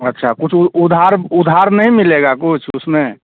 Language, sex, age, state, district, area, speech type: Hindi, male, 30-45, Bihar, Samastipur, urban, conversation